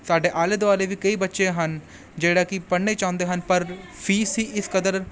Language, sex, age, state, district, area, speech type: Punjabi, male, 18-30, Punjab, Gurdaspur, urban, spontaneous